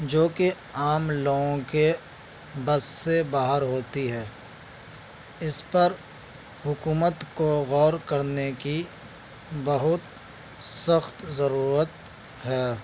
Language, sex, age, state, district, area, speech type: Urdu, male, 18-30, Delhi, Central Delhi, rural, spontaneous